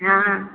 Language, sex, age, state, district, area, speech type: Maithili, female, 30-45, Bihar, Begusarai, rural, conversation